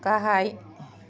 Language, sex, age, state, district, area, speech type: Bodo, female, 45-60, Assam, Kokrajhar, urban, read